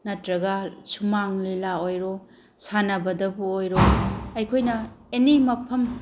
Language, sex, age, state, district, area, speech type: Manipuri, female, 45-60, Manipur, Bishnupur, rural, spontaneous